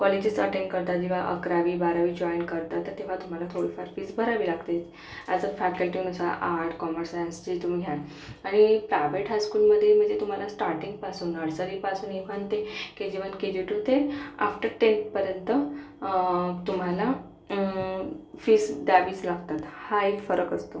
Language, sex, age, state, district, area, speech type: Marathi, female, 30-45, Maharashtra, Akola, urban, spontaneous